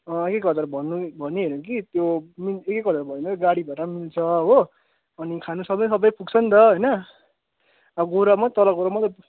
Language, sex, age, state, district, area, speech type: Nepali, male, 18-30, West Bengal, Kalimpong, rural, conversation